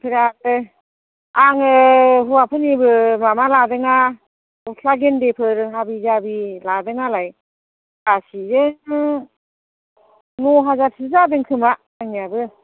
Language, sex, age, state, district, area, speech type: Bodo, female, 60+, Assam, Baksa, rural, conversation